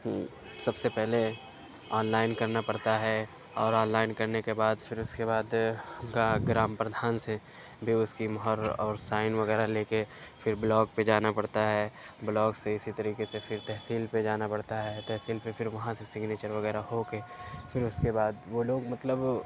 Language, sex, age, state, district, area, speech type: Urdu, male, 45-60, Uttar Pradesh, Aligarh, rural, spontaneous